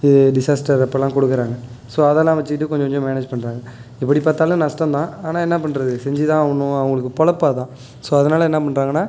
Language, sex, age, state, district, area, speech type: Tamil, male, 18-30, Tamil Nadu, Nagapattinam, rural, spontaneous